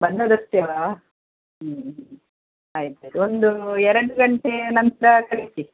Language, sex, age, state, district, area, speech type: Kannada, female, 60+, Karnataka, Udupi, rural, conversation